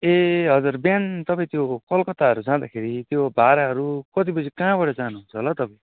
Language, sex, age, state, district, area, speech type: Nepali, male, 30-45, West Bengal, Darjeeling, rural, conversation